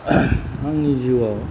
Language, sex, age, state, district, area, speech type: Bodo, male, 45-60, Assam, Kokrajhar, rural, spontaneous